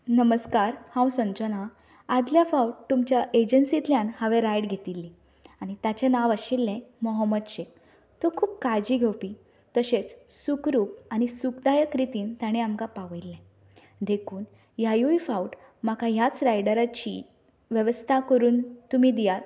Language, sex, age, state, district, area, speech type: Goan Konkani, female, 18-30, Goa, Canacona, rural, spontaneous